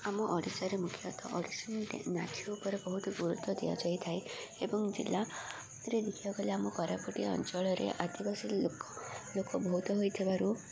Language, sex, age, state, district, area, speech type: Odia, female, 18-30, Odisha, Koraput, urban, spontaneous